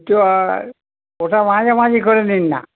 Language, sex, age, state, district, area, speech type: Bengali, male, 60+, West Bengal, Hooghly, rural, conversation